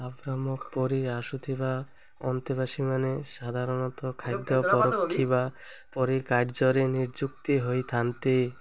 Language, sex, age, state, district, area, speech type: Odia, male, 18-30, Odisha, Malkangiri, urban, read